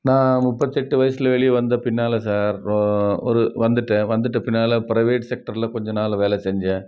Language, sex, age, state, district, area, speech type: Tamil, male, 60+, Tamil Nadu, Krishnagiri, rural, spontaneous